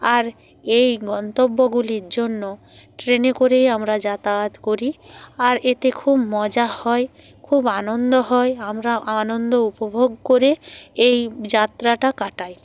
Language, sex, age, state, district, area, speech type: Bengali, female, 45-60, West Bengal, Purba Medinipur, rural, spontaneous